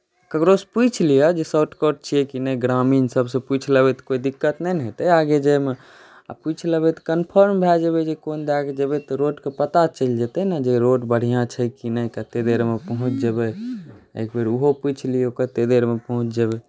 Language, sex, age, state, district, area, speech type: Maithili, other, 18-30, Bihar, Saharsa, rural, spontaneous